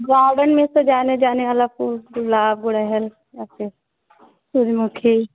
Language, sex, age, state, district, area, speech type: Hindi, female, 45-60, Uttar Pradesh, Ayodhya, rural, conversation